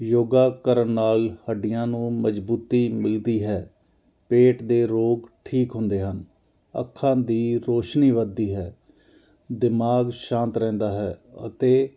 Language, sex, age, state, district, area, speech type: Punjabi, male, 45-60, Punjab, Jalandhar, urban, spontaneous